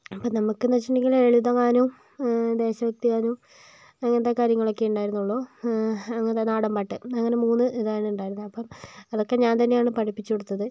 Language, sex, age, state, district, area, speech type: Malayalam, female, 45-60, Kerala, Kozhikode, urban, spontaneous